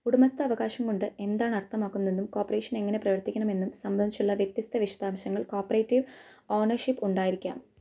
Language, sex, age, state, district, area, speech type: Malayalam, female, 18-30, Kerala, Idukki, rural, read